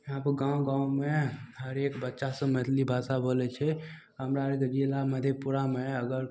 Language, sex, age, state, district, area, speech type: Maithili, male, 18-30, Bihar, Madhepura, rural, spontaneous